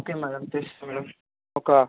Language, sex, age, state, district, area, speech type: Telugu, male, 18-30, Telangana, Nalgonda, urban, conversation